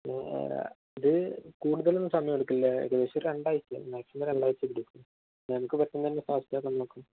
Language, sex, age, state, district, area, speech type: Malayalam, male, 18-30, Kerala, Malappuram, rural, conversation